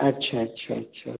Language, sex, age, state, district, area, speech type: Hindi, male, 45-60, Bihar, Samastipur, rural, conversation